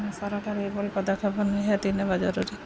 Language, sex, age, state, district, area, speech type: Odia, female, 30-45, Odisha, Jagatsinghpur, rural, spontaneous